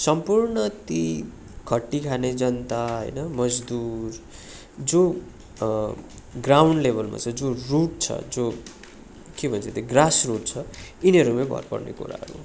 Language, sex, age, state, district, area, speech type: Nepali, male, 30-45, West Bengal, Darjeeling, rural, spontaneous